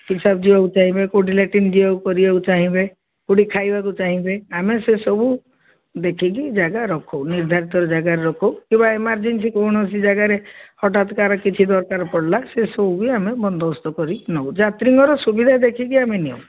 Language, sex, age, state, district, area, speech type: Odia, female, 60+, Odisha, Gajapati, rural, conversation